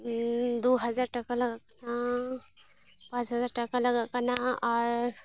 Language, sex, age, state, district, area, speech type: Santali, female, 18-30, West Bengal, Malda, rural, spontaneous